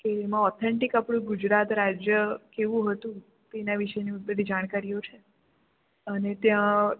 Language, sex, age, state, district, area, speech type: Gujarati, female, 18-30, Gujarat, Surat, urban, conversation